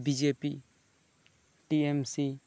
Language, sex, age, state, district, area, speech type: Santali, male, 18-30, West Bengal, Bankura, rural, spontaneous